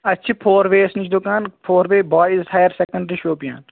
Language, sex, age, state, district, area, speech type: Kashmiri, male, 18-30, Jammu and Kashmir, Shopian, rural, conversation